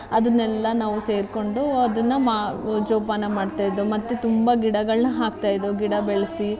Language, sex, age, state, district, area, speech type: Kannada, female, 30-45, Karnataka, Mandya, rural, spontaneous